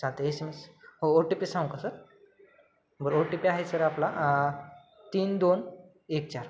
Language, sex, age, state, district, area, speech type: Marathi, male, 18-30, Maharashtra, Satara, urban, spontaneous